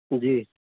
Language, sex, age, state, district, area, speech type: Urdu, male, 18-30, Uttar Pradesh, Saharanpur, urban, conversation